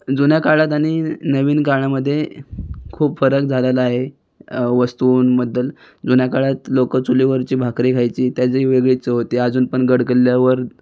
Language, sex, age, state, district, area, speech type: Marathi, male, 18-30, Maharashtra, Raigad, rural, spontaneous